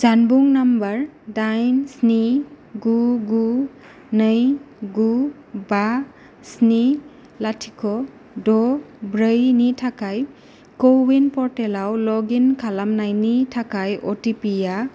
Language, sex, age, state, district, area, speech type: Bodo, female, 30-45, Assam, Kokrajhar, rural, read